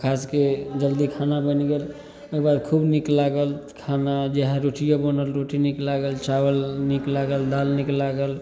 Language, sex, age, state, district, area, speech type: Maithili, male, 18-30, Bihar, Samastipur, urban, spontaneous